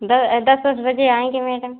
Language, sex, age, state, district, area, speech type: Hindi, female, 45-60, Uttar Pradesh, Ayodhya, rural, conversation